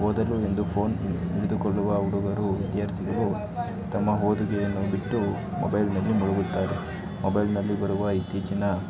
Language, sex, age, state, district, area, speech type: Kannada, male, 18-30, Karnataka, Tumkur, rural, spontaneous